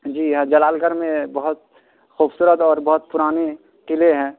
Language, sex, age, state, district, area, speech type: Urdu, male, 18-30, Bihar, Purnia, rural, conversation